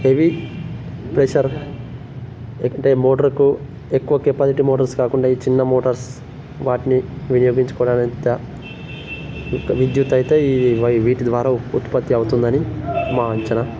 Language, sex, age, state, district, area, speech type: Telugu, male, 18-30, Telangana, Nirmal, rural, spontaneous